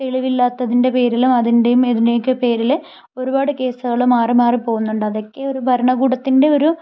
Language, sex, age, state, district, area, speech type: Malayalam, female, 18-30, Kerala, Thiruvananthapuram, rural, spontaneous